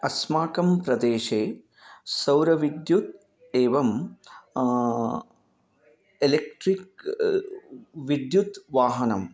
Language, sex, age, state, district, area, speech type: Sanskrit, male, 45-60, Karnataka, Bidar, urban, spontaneous